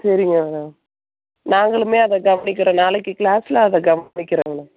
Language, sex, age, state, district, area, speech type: Tamil, female, 30-45, Tamil Nadu, Theni, rural, conversation